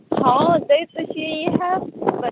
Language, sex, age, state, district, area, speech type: Maithili, female, 18-30, Bihar, Madhubani, rural, conversation